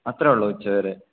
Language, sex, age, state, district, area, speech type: Malayalam, male, 18-30, Kerala, Kasaragod, rural, conversation